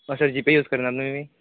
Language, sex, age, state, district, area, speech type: Goan Konkani, male, 18-30, Goa, Bardez, urban, conversation